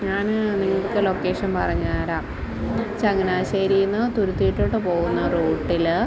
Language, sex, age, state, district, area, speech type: Malayalam, female, 30-45, Kerala, Kottayam, rural, spontaneous